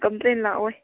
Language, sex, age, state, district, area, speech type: Manipuri, female, 18-30, Manipur, Kangpokpi, urban, conversation